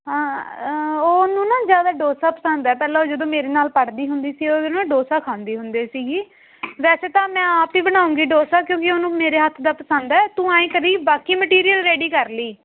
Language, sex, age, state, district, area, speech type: Punjabi, female, 18-30, Punjab, Muktsar, rural, conversation